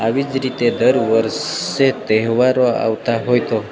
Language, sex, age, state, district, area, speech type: Gujarati, male, 30-45, Gujarat, Narmada, rural, spontaneous